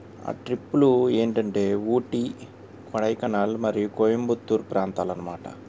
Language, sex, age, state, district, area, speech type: Telugu, male, 45-60, Andhra Pradesh, N T Rama Rao, urban, spontaneous